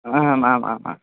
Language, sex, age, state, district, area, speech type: Sanskrit, male, 18-30, Assam, Biswanath, rural, conversation